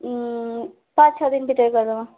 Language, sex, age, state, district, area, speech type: Odia, female, 18-30, Odisha, Subarnapur, urban, conversation